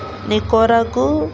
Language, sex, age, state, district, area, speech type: Telugu, female, 18-30, Telangana, Nalgonda, urban, spontaneous